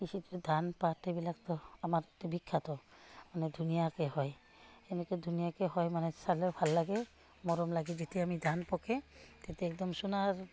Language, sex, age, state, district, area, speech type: Assamese, female, 45-60, Assam, Udalguri, rural, spontaneous